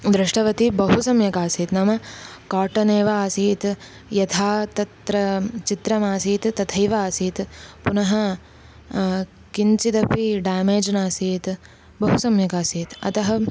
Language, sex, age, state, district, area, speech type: Sanskrit, female, 18-30, Karnataka, Uttara Kannada, rural, spontaneous